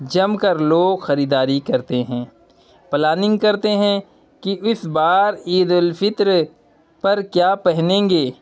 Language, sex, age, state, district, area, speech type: Urdu, male, 30-45, Bihar, Purnia, rural, spontaneous